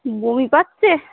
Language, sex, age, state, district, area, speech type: Bengali, female, 45-60, West Bengal, Darjeeling, urban, conversation